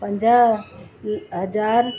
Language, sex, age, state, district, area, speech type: Sindhi, female, 60+, Gujarat, Surat, urban, spontaneous